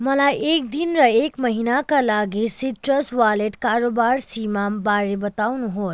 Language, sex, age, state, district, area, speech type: Nepali, female, 30-45, West Bengal, Kalimpong, rural, read